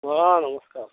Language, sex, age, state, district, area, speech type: Odia, male, 60+, Odisha, Jharsuguda, rural, conversation